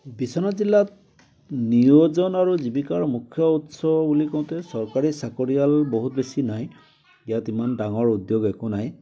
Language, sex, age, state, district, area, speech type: Assamese, male, 60+, Assam, Biswanath, rural, spontaneous